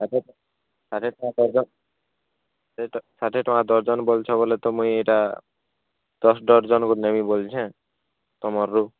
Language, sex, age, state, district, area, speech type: Odia, male, 18-30, Odisha, Kalahandi, rural, conversation